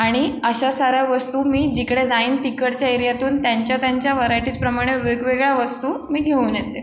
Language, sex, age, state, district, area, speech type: Marathi, female, 18-30, Maharashtra, Sindhudurg, rural, spontaneous